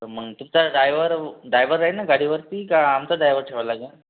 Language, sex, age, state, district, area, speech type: Marathi, other, 18-30, Maharashtra, Buldhana, urban, conversation